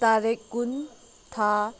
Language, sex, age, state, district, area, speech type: Manipuri, female, 18-30, Manipur, Senapati, rural, spontaneous